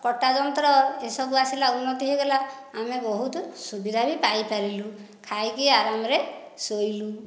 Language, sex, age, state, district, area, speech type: Odia, female, 30-45, Odisha, Dhenkanal, rural, spontaneous